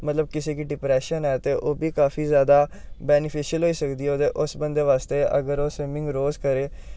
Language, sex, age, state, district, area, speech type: Dogri, male, 18-30, Jammu and Kashmir, Samba, urban, spontaneous